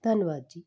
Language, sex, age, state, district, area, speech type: Punjabi, female, 30-45, Punjab, Patiala, urban, spontaneous